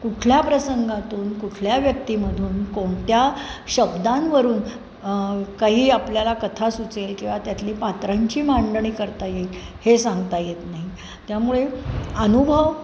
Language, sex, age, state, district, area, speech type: Marathi, female, 60+, Maharashtra, Pune, urban, spontaneous